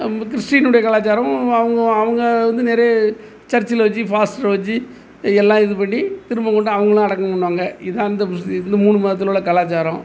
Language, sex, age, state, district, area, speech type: Tamil, male, 45-60, Tamil Nadu, Thoothukudi, rural, spontaneous